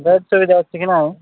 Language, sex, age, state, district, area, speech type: Odia, male, 18-30, Odisha, Nabarangpur, urban, conversation